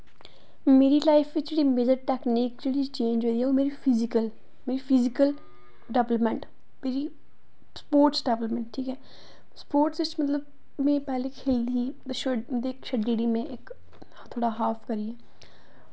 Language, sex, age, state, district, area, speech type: Dogri, female, 18-30, Jammu and Kashmir, Reasi, urban, spontaneous